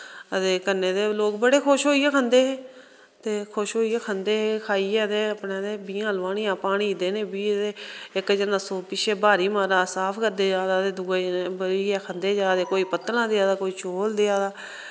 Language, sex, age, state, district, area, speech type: Dogri, female, 30-45, Jammu and Kashmir, Reasi, rural, spontaneous